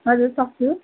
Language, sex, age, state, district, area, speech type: Nepali, female, 30-45, West Bengal, Darjeeling, rural, conversation